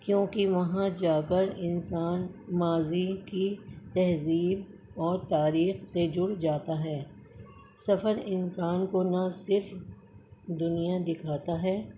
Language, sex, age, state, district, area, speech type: Urdu, female, 60+, Delhi, Central Delhi, urban, spontaneous